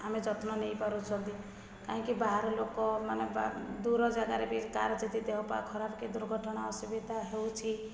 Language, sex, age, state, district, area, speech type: Odia, female, 30-45, Odisha, Jajpur, rural, spontaneous